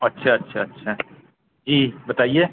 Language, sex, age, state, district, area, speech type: Urdu, male, 30-45, Bihar, Purnia, rural, conversation